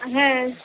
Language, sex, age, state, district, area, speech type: Santali, female, 45-60, West Bengal, Birbhum, rural, conversation